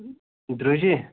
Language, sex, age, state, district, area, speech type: Kashmiri, male, 30-45, Jammu and Kashmir, Bandipora, rural, conversation